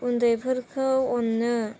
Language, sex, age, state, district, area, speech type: Bodo, female, 18-30, Assam, Chirang, rural, spontaneous